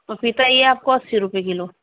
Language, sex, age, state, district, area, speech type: Urdu, female, 30-45, Delhi, East Delhi, urban, conversation